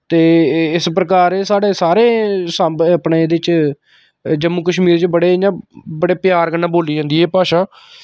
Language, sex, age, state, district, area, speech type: Dogri, male, 30-45, Jammu and Kashmir, Samba, rural, spontaneous